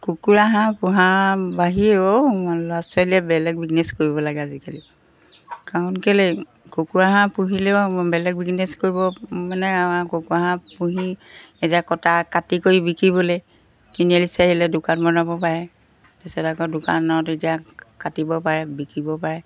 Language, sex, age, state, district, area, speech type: Assamese, female, 60+, Assam, Golaghat, rural, spontaneous